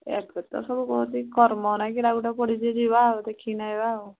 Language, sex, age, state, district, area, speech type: Odia, female, 60+, Odisha, Angul, rural, conversation